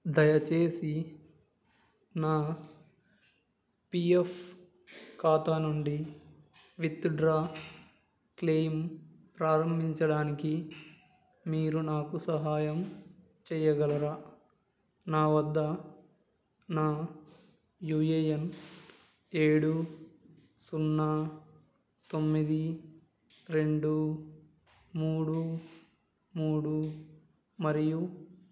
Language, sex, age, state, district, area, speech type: Telugu, male, 18-30, Andhra Pradesh, Nellore, urban, read